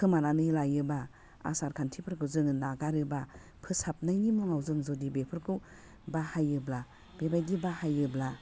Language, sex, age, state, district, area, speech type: Bodo, female, 45-60, Assam, Udalguri, urban, spontaneous